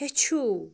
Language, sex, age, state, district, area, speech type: Kashmiri, female, 30-45, Jammu and Kashmir, Budgam, rural, read